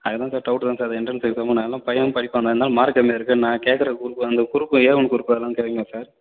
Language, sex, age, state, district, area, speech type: Tamil, male, 45-60, Tamil Nadu, Cuddalore, rural, conversation